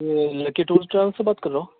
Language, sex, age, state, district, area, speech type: Urdu, male, 18-30, Delhi, Central Delhi, urban, conversation